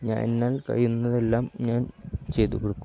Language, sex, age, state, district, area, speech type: Malayalam, male, 18-30, Kerala, Kozhikode, rural, spontaneous